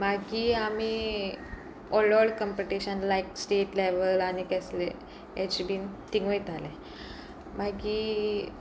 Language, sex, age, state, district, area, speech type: Goan Konkani, female, 18-30, Goa, Sanguem, rural, spontaneous